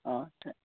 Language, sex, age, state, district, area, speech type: Assamese, male, 30-45, Assam, Sivasagar, rural, conversation